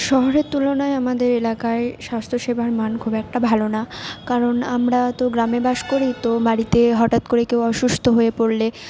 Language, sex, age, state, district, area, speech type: Bengali, female, 60+, West Bengal, Purba Bardhaman, urban, spontaneous